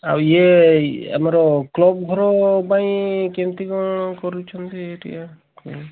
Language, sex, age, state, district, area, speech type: Odia, male, 30-45, Odisha, Mayurbhanj, rural, conversation